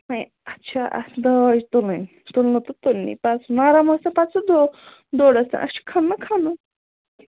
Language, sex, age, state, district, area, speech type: Kashmiri, female, 30-45, Jammu and Kashmir, Bandipora, rural, conversation